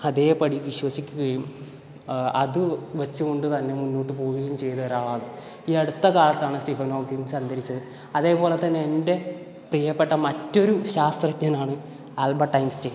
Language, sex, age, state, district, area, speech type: Malayalam, male, 18-30, Kerala, Kasaragod, rural, spontaneous